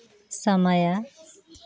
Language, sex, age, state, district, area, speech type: Kannada, female, 18-30, Karnataka, Bidar, rural, read